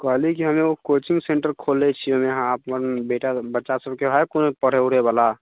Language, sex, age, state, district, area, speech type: Maithili, male, 45-60, Bihar, Sitamarhi, urban, conversation